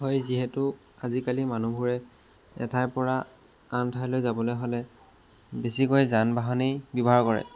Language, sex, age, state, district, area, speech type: Assamese, male, 18-30, Assam, Jorhat, urban, spontaneous